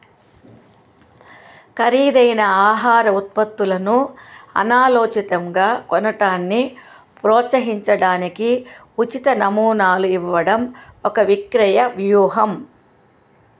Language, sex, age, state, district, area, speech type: Telugu, female, 45-60, Andhra Pradesh, Chittoor, rural, read